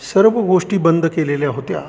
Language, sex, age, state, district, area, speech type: Marathi, male, 45-60, Maharashtra, Satara, rural, spontaneous